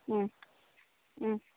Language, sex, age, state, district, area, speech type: Kannada, female, 30-45, Karnataka, Mandya, rural, conversation